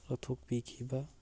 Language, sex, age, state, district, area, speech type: Manipuri, male, 18-30, Manipur, Kangpokpi, urban, read